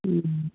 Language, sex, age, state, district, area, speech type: Tamil, female, 60+, Tamil Nadu, Sivaganga, rural, conversation